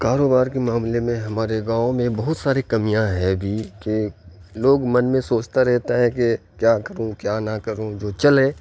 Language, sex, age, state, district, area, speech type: Urdu, male, 30-45, Bihar, Khagaria, rural, spontaneous